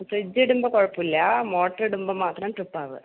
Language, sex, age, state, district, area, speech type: Malayalam, female, 45-60, Kerala, Palakkad, rural, conversation